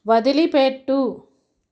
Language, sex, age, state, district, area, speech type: Telugu, female, 45-60, Andhra Pradesh, Guntur, urban, read